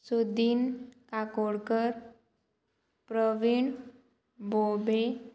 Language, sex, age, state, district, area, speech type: Goan Konkani, female, 18-30, Goa, Murmgao, rural, spontaneous